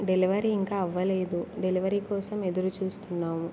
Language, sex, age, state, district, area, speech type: Telugu, female, 18-30, Andhra Pradesh, Kurnool, rural, spontaneous